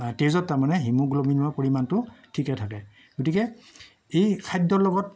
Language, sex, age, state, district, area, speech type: Assamese, male, 60+, Assam, Morigaon, rural, spontaneous